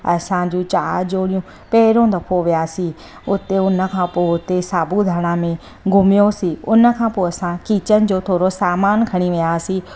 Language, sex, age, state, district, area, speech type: Sindhi, female, 30-45, Gujarat, Surat, urban, spontaneous